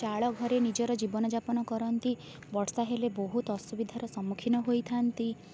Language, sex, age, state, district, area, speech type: Odia, female, 18-30, Odisha, Rayagada, rural, spontaneous